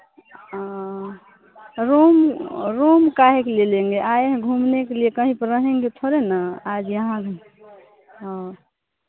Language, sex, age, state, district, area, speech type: Hindi, female, 45-60, Bihar, Madhepura, rural, conversation